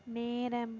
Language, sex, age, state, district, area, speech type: Tamil, female, 18-30, Tamil Nadu, Mayiladuthurai, rural, read